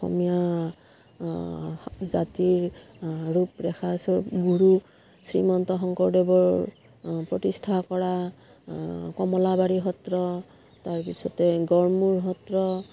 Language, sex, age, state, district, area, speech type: Assamese, female, 45-60, Assam, Udalguri, rural, spontaneous